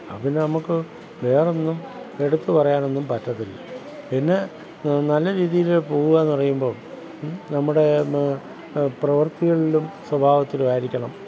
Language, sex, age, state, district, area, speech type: Malayalam, male, 60+, Kerala, Pathanamthitta, rural, spontaneous